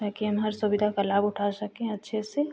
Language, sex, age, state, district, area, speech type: Hindi, female, 18-30, Uttar Pradesh, Ghazipur, rural, spontaneous